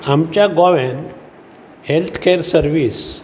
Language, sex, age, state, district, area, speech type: Goan Konkani, male, 60+, Goa, Bardez, urban, spontaneous